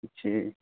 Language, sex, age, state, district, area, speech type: Urdu, male, 18-30, Uttar Pradesh, Saharanpur, urban, conversation